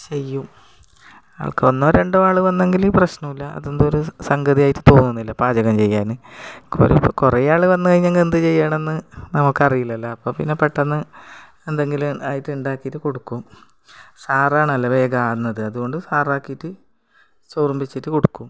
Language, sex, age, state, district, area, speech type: Malayalam, female, 45-60, Kerala, Kasaragod, rural, spontaneous